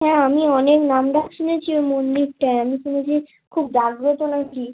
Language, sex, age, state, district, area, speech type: Bengali, female, 18-30, West Bengal, Bankura, urban, conversation